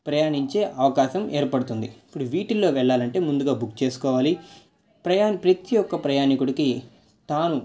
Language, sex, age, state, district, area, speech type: Telugu, male, 18-30, Andhra Pradesh, Nellore, urban, spontaneous